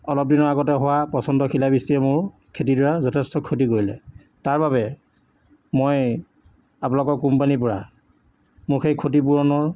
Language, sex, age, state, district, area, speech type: Assamese, male, 45-60, Assam, Jorhat, urban, spontaneous